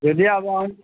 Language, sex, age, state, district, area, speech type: Assamese, male, 45-60, Assam, Nalbari, rural, conversation